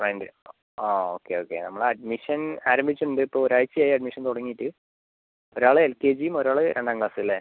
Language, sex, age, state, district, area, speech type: Malayalam, male, 30-45, Kerala, Palakkad, rural, conversation